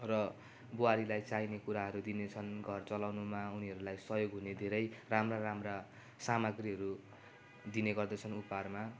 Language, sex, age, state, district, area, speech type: Nepali, male, 18-30, West Bengal, Darjeeling, rural, spontaneous